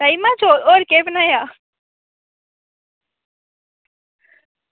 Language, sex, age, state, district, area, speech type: Dogri, female, 18-30, Jammu and Kashmir, Samba, rural, conversation